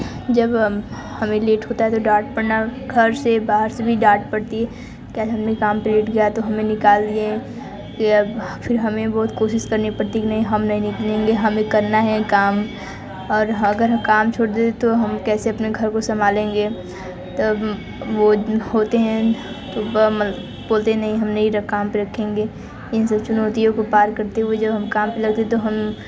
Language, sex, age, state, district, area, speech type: Hindi, female, 30-45, Uttar Pradesh, Mirzapur, rural, spontaneous